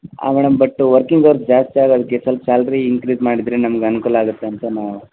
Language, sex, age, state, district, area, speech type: Kannada, male, 18-30, Karnataka, Dharwad, urban, conversation